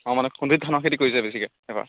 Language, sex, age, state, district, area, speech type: Assamese, male, 18-30, Assam, Kamrup Metropolitan, urban, conversation